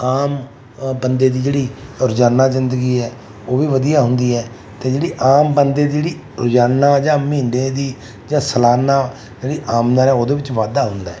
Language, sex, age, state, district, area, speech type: Punjabi, male, 45-60, Punjab, Mansa, urban, spontaneous